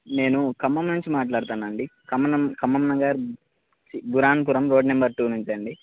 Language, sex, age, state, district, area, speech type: Telugu, male, 18-30, Telangana, Khammam, urban, conversation